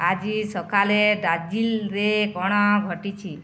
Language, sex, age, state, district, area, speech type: Odia, female, 45-60, Odisha, Balangir, urban, read